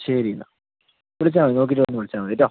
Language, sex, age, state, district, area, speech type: Malayalam, male, 60+, Kerala, Palakkad, rural, conversation